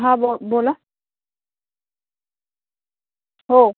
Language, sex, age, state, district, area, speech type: Marathi, female, 18-30, Maharashtra, Akola, rural, conversation